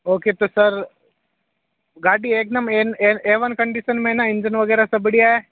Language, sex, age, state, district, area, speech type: Hindi, male, 18-30, Rajasthan, Nagaur, rural, conversation